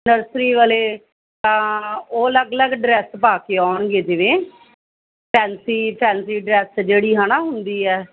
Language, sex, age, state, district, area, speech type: Punjabi, female, 30-45, Punjab, Muktsar, urban, conversation